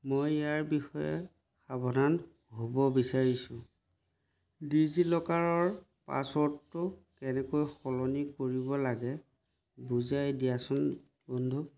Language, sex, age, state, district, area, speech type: Assamese, male, 30-45, Assam, Majuli, urban, spontaneous